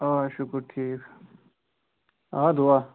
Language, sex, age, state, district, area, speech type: Kashmiri, male, 18-30, Jammu and Kashmir, Ganderbal, rural, conversation